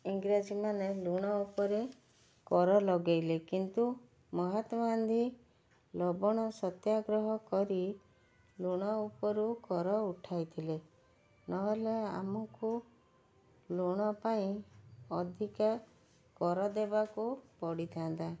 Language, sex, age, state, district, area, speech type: Odia, female, 45-60, Odisha, Cuttack, urban, spontaneous